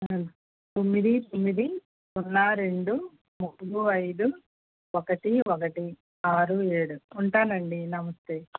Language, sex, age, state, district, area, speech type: Telugu, female, 45-60, Andhra Pradesh, West Godavari, rural, conversation